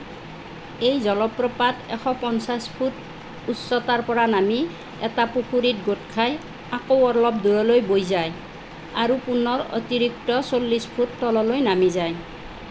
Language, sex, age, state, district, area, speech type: Assamese, female, 45-60, Assam, Nalbari, rural, read